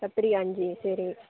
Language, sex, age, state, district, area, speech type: Tamil, female, 18-30, Tamil Nadu, Nagapattinam, urban, conversation